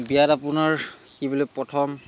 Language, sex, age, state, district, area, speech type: Assamese, male, 30-45, Assam, Barpeta, rural, spontaneous